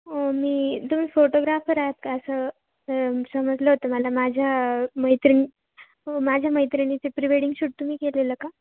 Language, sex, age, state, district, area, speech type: Marathi, female, 18-30, Maharashtra, Ahmednagar, rural, conversation